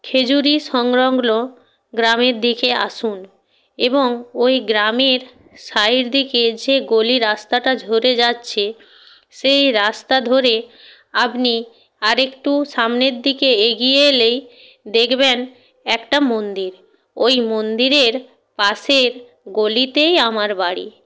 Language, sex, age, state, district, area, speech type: Bengali, female, 45-60, West Bengal, Purba Medinipur, rural, spontaneous